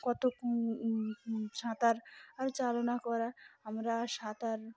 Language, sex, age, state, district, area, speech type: Bengali, female, 30-45, West Bengal, Cooch Behar, urban, spontaneous